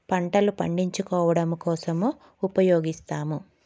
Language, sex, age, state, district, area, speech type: Telugu, female, 30-45, Telangana, Karimnagar, urban, spontaneous